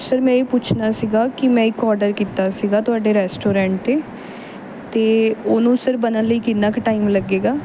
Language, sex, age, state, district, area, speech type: Punjabi, female, 18-30, Punjab, Bathinda, urban, spontaneous